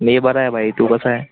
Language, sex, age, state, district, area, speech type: Marathi, male, 18-30, Maharashtra, Thane, urban, conversation